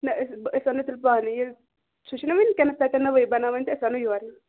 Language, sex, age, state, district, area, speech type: Kashmiri, female, 30-45, Jammu and Kashmir, Ganderbal, rural, conversation